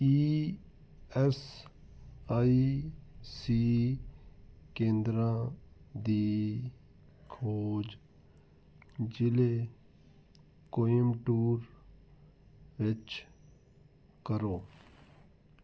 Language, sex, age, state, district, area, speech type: Punjabi, male, 45-60, Punjab, Fazilka, rural, read